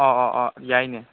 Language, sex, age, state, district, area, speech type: Manipuri, male, 18-30, Manipur, Chandel, rural, conversation